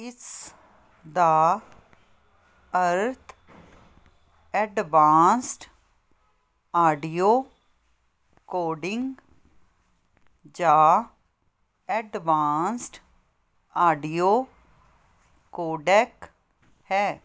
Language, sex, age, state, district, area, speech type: Punjabi, female, 30-45, Punjab, Fazilka, rural, read